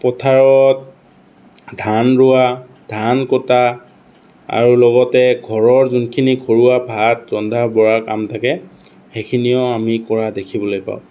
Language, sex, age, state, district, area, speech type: Assamese, male, 60+, Assam, Morigaon, rural, spontaneous